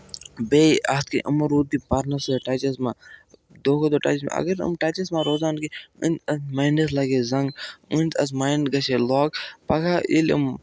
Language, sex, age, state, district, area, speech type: Kashmiri, male, 18-30, Jammu and Kashmir, Baramulla, rural, spontaneous